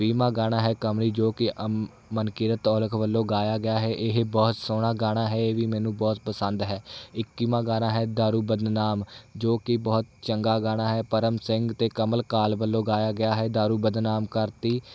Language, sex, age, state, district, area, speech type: Punjabi, male, 18-30, Punjab, Muktsar, urban, spontaneous